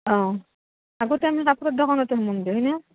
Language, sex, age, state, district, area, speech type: Assamese, female, 30-45, Assam, Udalguri, rural, conversation